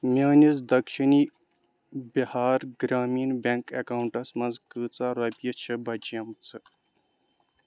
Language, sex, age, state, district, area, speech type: Kashmiri, male, 18-30, Jammu and Kashmir, Pulwama, urban, read